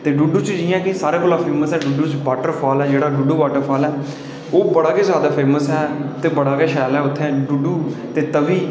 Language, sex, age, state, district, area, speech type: Dogri, male, 18-30, Jammu and Kashmir, Udhampur, rural, spontaneous